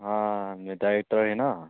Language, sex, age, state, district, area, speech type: Manipuri, male, 30-45, Manipur, Churachandpur, rural, conversation